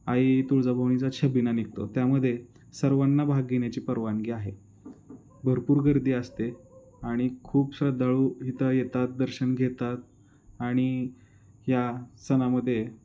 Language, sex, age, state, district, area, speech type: Marathi, male, 30-45, Maharashtra, Osmanabad, rural, spontaneous